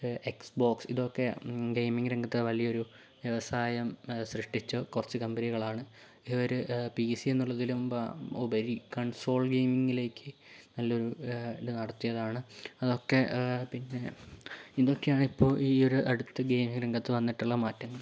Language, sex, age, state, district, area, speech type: Malayalam, male, 18-30, Kerala, Kozhikode, urban, spontaneous